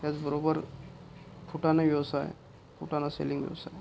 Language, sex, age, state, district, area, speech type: Marathi, male, 45-60, Maharashtra, Akola, rural, spontaneous